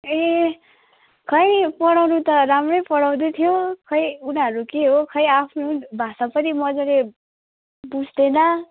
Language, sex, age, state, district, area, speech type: Nepali, female, 18-30, West Bengal, Kalimpong, rural, conversation